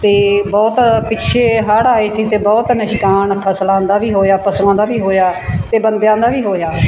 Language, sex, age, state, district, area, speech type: Punjabi, female, 60+, Punjab, Bathinda, rural, spontaneous